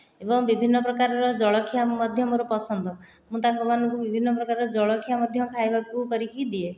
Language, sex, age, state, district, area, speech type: Odia, female, 30-45, Odisha, Khordha, rural, spontaneous